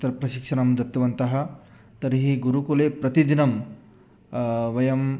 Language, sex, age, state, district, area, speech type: Sanskrit, male, 30-45, Maharashtra, Sangli, urban, spontaneous